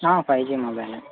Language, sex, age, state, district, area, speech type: Telugu, male, 18-30, Telangana, Mancherial, urban, conversation